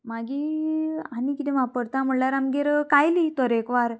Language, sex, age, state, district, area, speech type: Goan Konkani, female, 18-30, Goa, Murmgao, rural, spontaneous